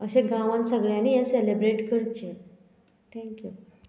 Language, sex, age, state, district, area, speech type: Goan Konkani, female, 45-60, Goa, Murmgao, rural, spontaneous